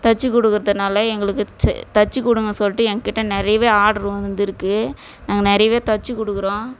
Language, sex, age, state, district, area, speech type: Tamil, female, 45-60, Tamil Nadu, Tiruvannamalai, rural, spontaneous